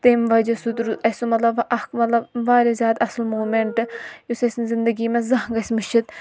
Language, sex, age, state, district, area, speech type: Kashmiri, female, 30-45, Jammu and Kashmir, Shopian, rural, spontaneous